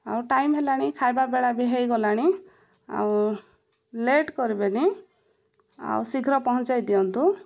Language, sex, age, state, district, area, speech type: Odia, female, 30-45, Odisha, Koraput, urban, spontaneous